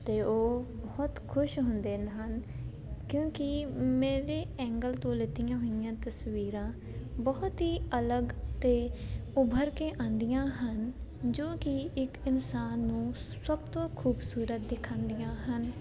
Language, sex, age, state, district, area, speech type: Punjabi, female, 18-30, Punjab, Jalandhar, urban, spontaneous